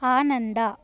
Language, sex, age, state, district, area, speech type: Kannada, female, 18-30, Karnataka, Chamarajanagar, urban, read